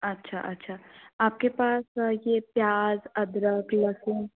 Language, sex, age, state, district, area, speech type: Hindi, female, 18-30, Uttar Pradesh, Bhadohi, urban, conversation